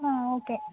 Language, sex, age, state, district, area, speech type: Kannada, female, 18-30, Karnataka, Koppal, urban, conversation